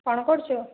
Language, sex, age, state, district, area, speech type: Odia, female, 30-45, Odisha, Jajpur, rural, conversation